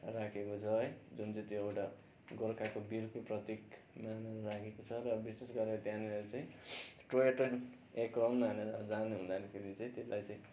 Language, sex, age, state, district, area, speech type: Nepali, male, 18-30, West Bengal, Darjeeling, rural, spontaneous